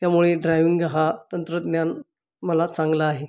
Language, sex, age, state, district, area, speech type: Marathi, male, 45-60, Maharashtra, Buldhana, urban, spontaneous